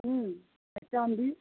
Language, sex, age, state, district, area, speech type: Maithili, female, 30-45, Bihar, Begusarai, urban, conversation